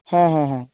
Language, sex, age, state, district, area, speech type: Bengali, male, 30-45, West Bengal, Nadia, rural, conversation